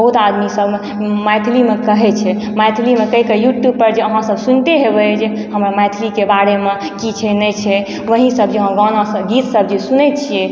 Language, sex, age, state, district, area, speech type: Maithili, female, 18-30, Bihar, Supaul, rural, spontaneous